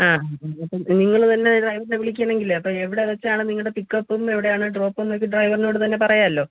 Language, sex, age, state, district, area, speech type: Malayalam, female, 30-45, Kerala, Thiruvananthapuram, rural, conversation